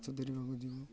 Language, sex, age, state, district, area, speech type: Odia, male, 18-30, Odisha, Malkangiri, urban, spontaneous